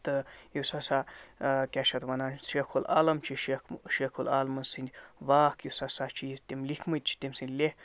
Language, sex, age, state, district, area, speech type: Kashmiri, male, 60+, Jammu and Kashmir, Ganderbal, rural, spontaneous